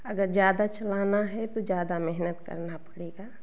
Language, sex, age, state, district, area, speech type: Hindi, female, 30-45, Uttar Pradesh, Jaunpur, rural, spontaneous